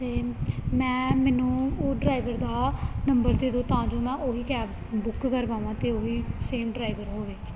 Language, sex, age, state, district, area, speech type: Punjabi, female, 18-30, Punjab, Gurdaspur, rural, spontaneous